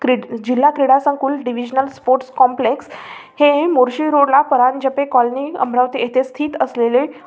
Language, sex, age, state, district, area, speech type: Marathi, female, 18-30, Maharashtra, Amravati, urban, spontaneous